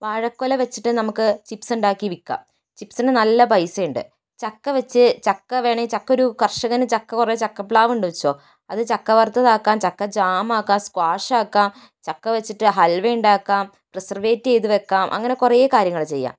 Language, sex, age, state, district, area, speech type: Malayalam, female, 30-45, Kerala, Kozhikode, urban, spontaneous